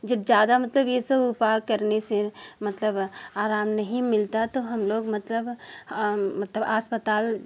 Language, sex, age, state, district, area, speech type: Hindi, female, 45-60, Uttar Pradesh, Jaunpur, rural, spontaneous